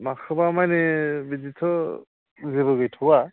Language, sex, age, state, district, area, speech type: Bodo, male, 30-45, Assam, Udalguri, urban, conversation